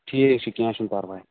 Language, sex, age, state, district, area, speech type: Kashmiri, male, 18-30, Jammu and Kashmir, Shopian, rural, conversation